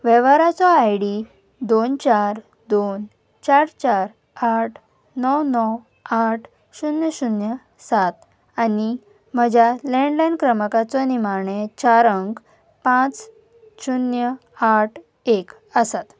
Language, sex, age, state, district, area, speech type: Goan Konkani, female, 18-30, Goa, Salcete, urban, read